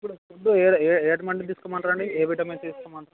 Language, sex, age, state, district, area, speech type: Telugu, male, 18-30, Telangana, Mancherial, rural, conversation